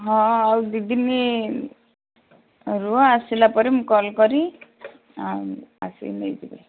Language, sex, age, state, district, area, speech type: Odia, female, 60+, Odisha, Gajapati, rural, conversation